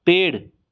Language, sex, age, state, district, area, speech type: Hindi, male, 45-60, Rajasthan, Jodhpur, urban, read